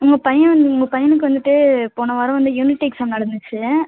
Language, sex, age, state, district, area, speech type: Tamil, female, 30-45, Tamil Nadu, Ariyalur, rural, conversation